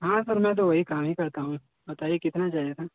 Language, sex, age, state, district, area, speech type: Hindi, male, 18-30, Uttar Pradesh, Mau, rural, conversation